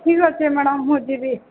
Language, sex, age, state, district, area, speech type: Odia, female, 18-30, Odisha, Balangir, urban, conversation